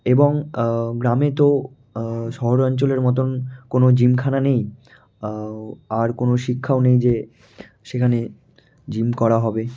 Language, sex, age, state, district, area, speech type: Bengali, male, 18-30, West Bengal, Malda, rural, spontaneous